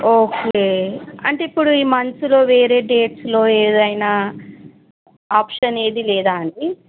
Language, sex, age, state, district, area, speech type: Telugu, female, 30-45, Telangana, Medchal, rural, conversation